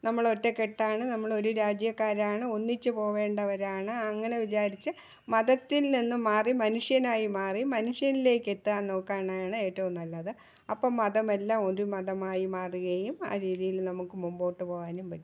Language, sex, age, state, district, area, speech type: Malayalam, female, 60+, Kerala, Thiruvananthapuram, urban, spontaneous